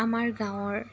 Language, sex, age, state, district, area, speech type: Assamese, female, 45-60, Assam, Tinsukia, rural, spontaneous